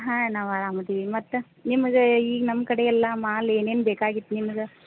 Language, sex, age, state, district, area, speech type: Kannada, female, 30-45, Karnataka, Gadag, rural, conversation